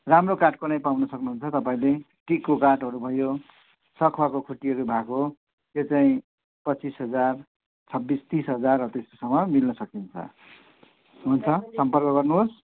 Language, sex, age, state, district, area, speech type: Nepali, male, 45-60, West Bengal, Kalimpong, rural, conversation